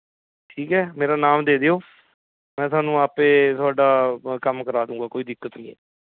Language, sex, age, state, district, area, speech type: Punjabi, male, 30-45, Punjab, Mohali, urban, conversation